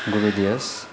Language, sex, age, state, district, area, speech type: Nepali, male, 60+, West Bengal, Kalimpong, rural, spontaneous